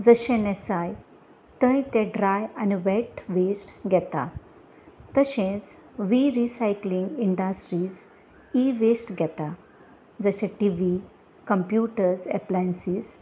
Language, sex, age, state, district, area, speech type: Goan Konkani, female, 30-45, Goa, Salcete, rural, spontaneous